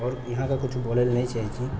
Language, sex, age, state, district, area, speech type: Maithili, male, 45-60, Bihar, Purnia, rural, spontaneous